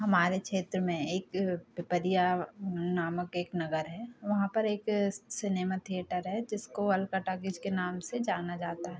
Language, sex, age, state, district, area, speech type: Hindi, female, 30-45, Madhya Pradesh, Hoshangabad, rural, spontaneous